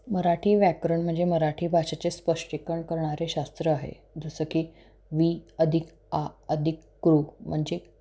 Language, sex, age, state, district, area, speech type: Marathi, female, 30-45, Maharashtra, Satara, urban, spontaneous